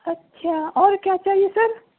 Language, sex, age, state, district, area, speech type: Urdu, male, 30-45, Uttar Pradesh, Gautam Buddha Nagar, rural, conversation